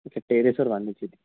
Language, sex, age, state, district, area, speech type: Marathi, female, 18-30, Maharashtra, Nashik, urban, conversation